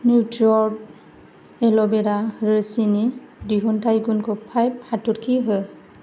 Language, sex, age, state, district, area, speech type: Bodo, female, 30-45, Assam, Kokrajhar, rural, read